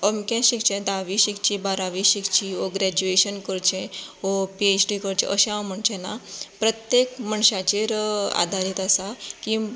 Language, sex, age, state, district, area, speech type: Goan Konkani, female, 30-45, Goa, Canacona, rural, spontaneous